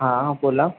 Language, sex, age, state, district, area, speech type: Marathi, male, 30-45, Maharashtra, Nagpur, rural, conversation